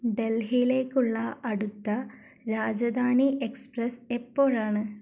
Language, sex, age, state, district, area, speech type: Malayalam, female, 18-30, Kerala, Wayanad, rural, read